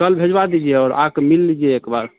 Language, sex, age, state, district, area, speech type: Hindi, male, 18-30, Bihar, Begusarai, rural, conversation